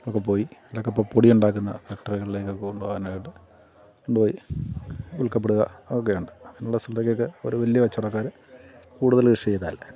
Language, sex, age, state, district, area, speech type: Malayalam, male, 45-60, Kerala, Kottayam, rural, spontaneous